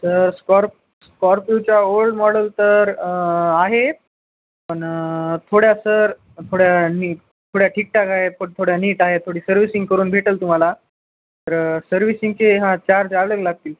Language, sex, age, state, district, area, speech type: Marathi, male, 18-30, Maharashtra, Nanded, urban, conversation